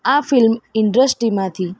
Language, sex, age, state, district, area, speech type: Gujarati, female, 30-45, Gujarat, Ahmedabad, urban, spontaneous